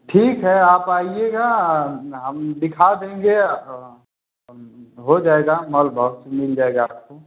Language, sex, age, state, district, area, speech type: Hindi, male, 30-45, Uttar Pradesh, Ghazipur, rural, conversation